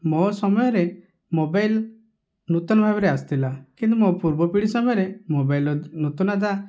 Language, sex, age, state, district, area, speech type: Odia, male, 30-45, Odisha, Kandhamal, rural, spontaneous